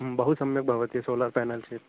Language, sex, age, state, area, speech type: Sanskrit, male, 18-30, Uttarakhand, urban, conversation